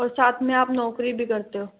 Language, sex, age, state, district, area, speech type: Hindi, female, 30-45, Rajasthan, Jaipur, urban, conversation